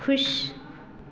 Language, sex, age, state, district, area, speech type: Hindi, female, 18-30, Bihar, Samastipur, rural, read